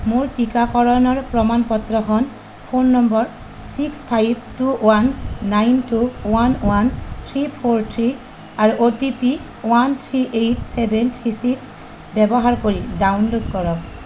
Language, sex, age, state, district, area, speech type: Assamese, female, 30-45, Assam, Nalbari, rural, read